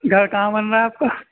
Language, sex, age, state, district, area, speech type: Urdu, male, 18-30, Uttar Pradesh, Rampur, urban, conversation